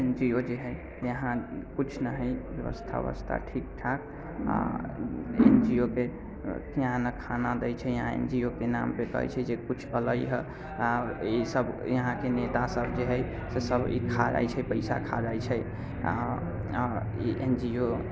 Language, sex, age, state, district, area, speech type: Maithili, male, 18-30, Bihar, Muzaffarpur, rural, spontaneous